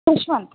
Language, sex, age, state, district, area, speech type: Tamil, female, 18-30, Tamil Nadu, Chennai, urban, conversation